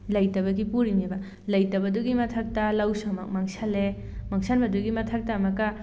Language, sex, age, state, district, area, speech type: Manipuri, female, 18-30, Manipur, Thoubal, rural, spontaneous